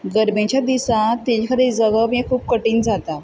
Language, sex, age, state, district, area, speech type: Goan Konkani, female, 18-30, Goa, Quepem, rural, spontaneous